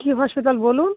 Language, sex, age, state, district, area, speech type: Bengali, female, 30-45, West Bengal, Dakshin Dinajpur, urban, conversation